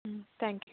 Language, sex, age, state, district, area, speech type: Tamil, female, 18-30, Tamil Nadu, Mayiladuthurai, urban, conversation